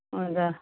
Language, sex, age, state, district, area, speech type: Kannada, female, 30-45, Karnataka, Uttara Kannada, rural, conversation